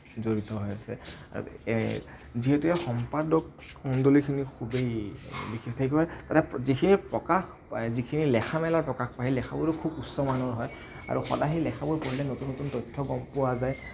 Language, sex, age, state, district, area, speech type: Assamese, male, 18-30, Assam, Kamrup Metropolitan, urban, spontaneous